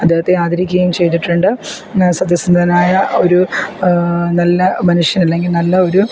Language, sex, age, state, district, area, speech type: Malayalam, female, 30-45, Kerala, Alappuzha, rural, spontaneous